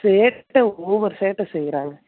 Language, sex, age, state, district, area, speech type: Tamil, female, 30-45, Tamil Nadu, Theni, rural, conversation